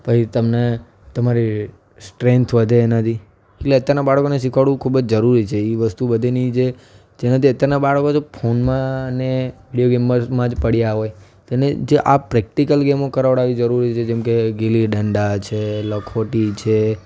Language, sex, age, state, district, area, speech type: Gujarati, male, 18-30, Gujarat, Anand, urban, spontaneous